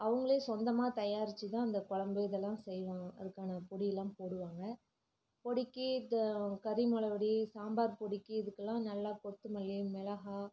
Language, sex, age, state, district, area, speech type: Tamil, female, 30-45, Tamil Nadu, Namakkal, rural, spontaneous